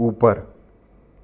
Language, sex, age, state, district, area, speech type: Hindi, male, 18-30, Madhya Pradesh, Jabalpur, urban, read